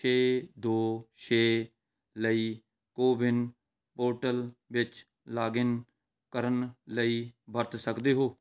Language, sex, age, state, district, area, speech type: Punjabi, male, 45-60, Punjab, Rupnagar, urban, read